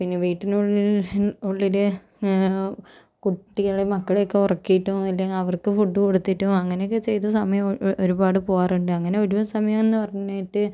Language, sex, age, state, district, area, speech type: Malayalam, female, 45-60, Kerala, Kozhikode, urban, spontaneous